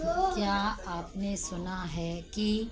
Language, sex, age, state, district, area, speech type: Hindi, female, 45-60, Madhya Pradesh, Narsinghpur, rural, read